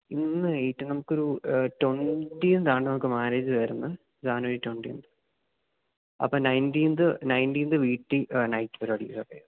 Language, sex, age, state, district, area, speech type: Malayalam, male, 18-30, Kerala, Idukki, rural, conversation